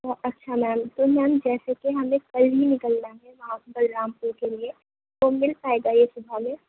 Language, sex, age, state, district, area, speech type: Urdu, female, 30-45, Uttar Pradesh, Aligarh, urban, conversation